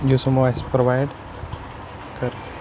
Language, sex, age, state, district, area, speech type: Kashmiri, male, 18-30, Jammu and Kashmir, Baramulla, rural, spontaneous